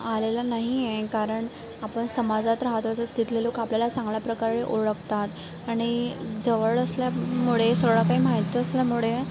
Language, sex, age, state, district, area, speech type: Marathi, female, 18-30, Maharashtra, Wardha, rural, spontaneous